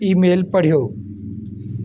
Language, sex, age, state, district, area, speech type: Sindhi, male, 45-60, Delhi, South Delhi, urban, read